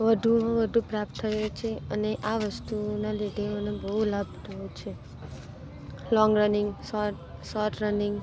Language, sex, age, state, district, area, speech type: Gujarati, female, 18-30, Gujarat, Narmada, urban, spontaneous